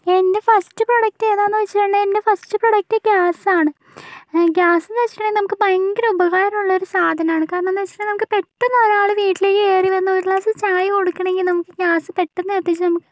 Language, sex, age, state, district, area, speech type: Malayalam, female, 45-60, Kerala, Kozhikode, urban, spontaneous